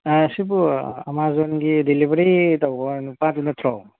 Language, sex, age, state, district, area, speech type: Manipuri, male, 45-60, Manipur, Bishnupur, rural, conversation